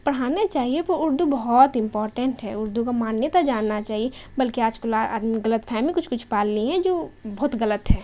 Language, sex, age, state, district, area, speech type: Urdu, female, 18-30, Bihar, Khagaria, urban, spontaneous